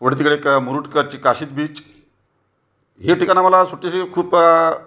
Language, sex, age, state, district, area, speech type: Marathi, male, 45-60, Maharashtra, Raigad, rural, spontaneous